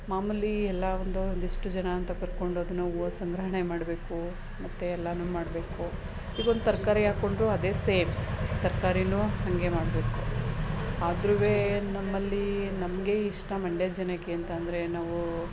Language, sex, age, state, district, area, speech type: Kannada, female, 30-45, Karnataka, Mandya, urban, spontaneous